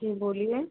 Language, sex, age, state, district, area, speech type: Hindi, female, 45-60, Uttar Pradesh, Azamgarh, urban, conversation